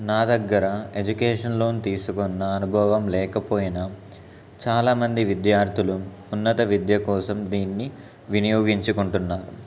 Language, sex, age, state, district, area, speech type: Telugu, male, 18-30, Telangana, Warangal, urban, spontaneous